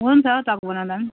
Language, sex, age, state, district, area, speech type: Nepali, female, 45-60, West Bengal, Jalpaiguri, rural, conversation